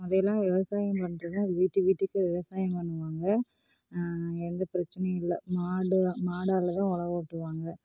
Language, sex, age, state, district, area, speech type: Tamil, female, 30-45, Tamil Nadu, Namakkal, rural, spontaneous